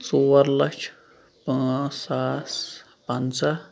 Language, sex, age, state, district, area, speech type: Kashmiri, male, 18-30, Jammu and Kashmir, Shopian, rural, spontaneous